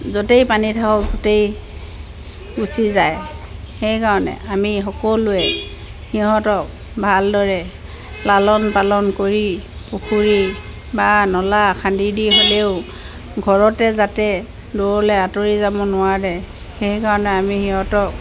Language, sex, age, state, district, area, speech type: Assamese, female, 60+, Assam, Dibrugarh, rural, spontaneous